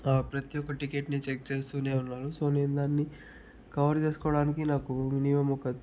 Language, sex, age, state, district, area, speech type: Telugu, male, 60+, Andhra Pradesh, Chittoor, rural, spontaneous